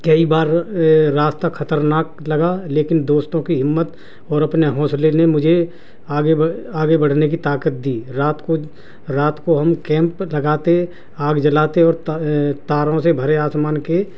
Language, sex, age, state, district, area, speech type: Urdu, male, 60+, Delhi, South Delhi, urban, spontaneous